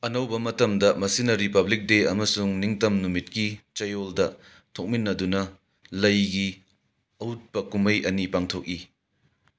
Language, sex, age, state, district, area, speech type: Manipuri, male, 60+, Manipur, Imphal West, urban, read